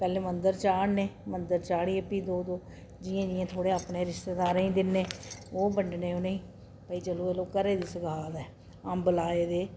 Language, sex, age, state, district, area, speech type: Dogri, female, 60+, Jammu and Kashmir, Reasi, urban, spontaneous